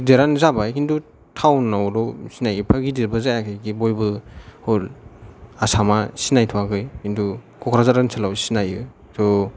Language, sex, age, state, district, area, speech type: Bodo, male, 18-30, Assam, Chirang, urban, spontaneous